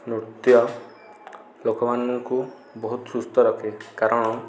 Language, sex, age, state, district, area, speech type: Odia, male, 45-60, Odisha, Kendujhar, urban, spontaneous